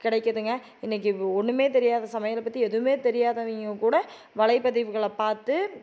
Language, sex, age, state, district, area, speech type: Tamil, female, 30-45, Tamil Nadu, Tiruppur, urban, spontaneous